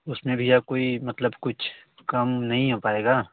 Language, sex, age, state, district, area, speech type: Hindi, male, 18-30, Uttar Pradesh, Varanasi, rural, conversation